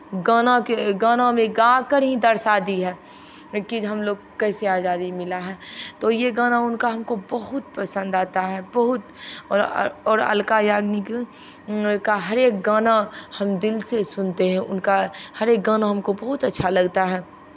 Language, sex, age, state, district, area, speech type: Hindi, female, 45-60, Bihar, Begusarai, rural, spontaneous